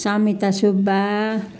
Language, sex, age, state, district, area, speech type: Nepali, female, 60+, West Bengal, Jalpaiguri, urban, spontaneous